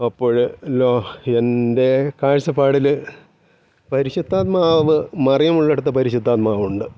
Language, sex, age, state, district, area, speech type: Malayalam, male, 45-60, Kerala, Thiruvananthapuram, rural, spontaneous